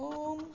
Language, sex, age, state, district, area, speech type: Assamese, female, 60+, Assam, Majuli, urban, spontaneous